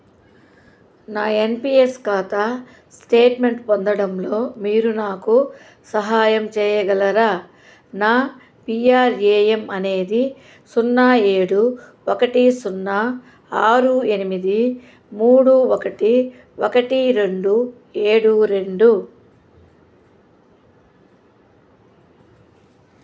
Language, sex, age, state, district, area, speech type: Telugu, female, 45-60, Andhra Pradesh, Chittoor, rural, read